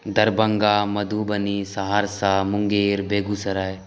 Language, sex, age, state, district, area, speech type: Maithili, male, 18-30, Bihar, Saharsa, rural, spontaneous